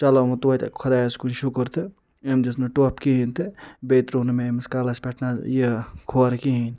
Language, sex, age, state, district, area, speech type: Kashmiri, male, 30-45, Jammu and Kashmir, Ganderbal, urban, spontaneous